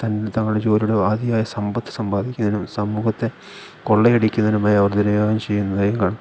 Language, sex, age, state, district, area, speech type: Malayalam, male, 30-45, Kerala, Idukki, rural, spontaneous